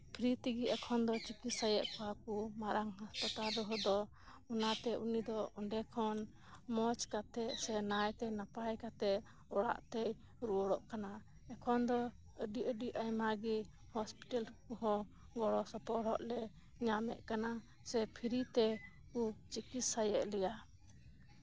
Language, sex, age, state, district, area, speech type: Santali, female, 30-45, West Bengal, Birbhum, rural, spontaneous